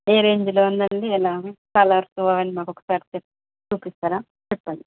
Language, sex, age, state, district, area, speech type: Telugu, female, 30-45, Telangana, Medak, urban, conversation